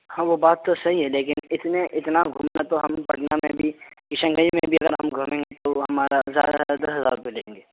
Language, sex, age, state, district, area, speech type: Urdu, male, 18-30, Bihar, Purnia, rural, conversation